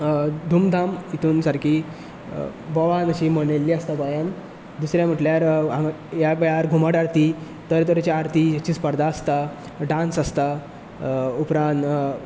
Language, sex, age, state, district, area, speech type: Goan Konkani, male, 18-30, Goa, Bardez, rural, spontaneous